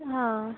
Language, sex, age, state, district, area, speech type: Bengali, female, 30-45, West Bengal, Kolkata, urban, conversation